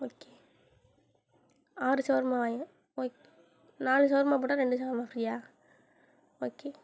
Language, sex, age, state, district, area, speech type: Tamil, female, 18-30, Tamil Nadu, Sivaganga, rural, spontaneous